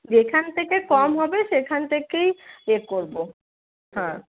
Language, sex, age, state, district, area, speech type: Bengali, female, 18-30, West Bengal, Paschim Bardhaman, rural, conversation